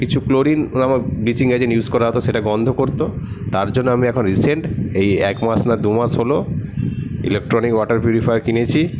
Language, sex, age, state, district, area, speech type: Bengali, male, 45-60, West Bengal, Paschim Bardhaman, urban, spontaneous